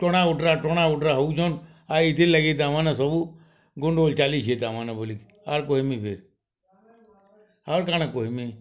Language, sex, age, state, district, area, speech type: Odia, male, 60+, Odisha, Bargarh, urban, spontaneous